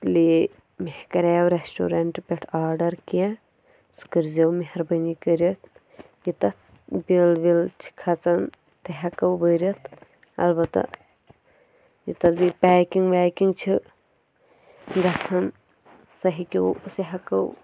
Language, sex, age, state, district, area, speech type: Kashmiri, female, 18-30, Jammu and Kashmir, Kulgam, rural, spontaneous